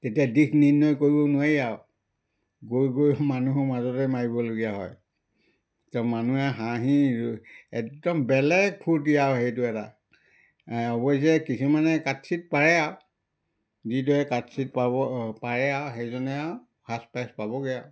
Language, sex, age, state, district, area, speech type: Assamese, male, 60+, Assam, Charaideo, rural, spontaneous